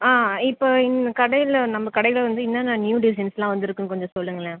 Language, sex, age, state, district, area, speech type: Tamil, female, 18-30, Tamil Nadu, Cuddalore, urban, conversation